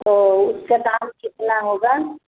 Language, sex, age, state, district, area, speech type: Hindi, female, 45-60, Uttar Pradesh, Bhadohi, rural, conversation